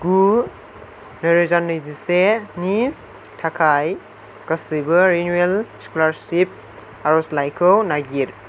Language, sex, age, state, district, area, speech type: Bodo, male, 18-30, Assam, Chirang, rural, read